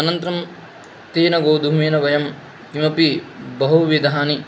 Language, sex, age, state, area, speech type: Sanskrit, male, 18-30, Rajasthan, rural, spontaneous